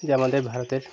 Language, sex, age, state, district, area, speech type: Bengali, male, 30-45, West Bengal, Birbhum, urban, spontaneous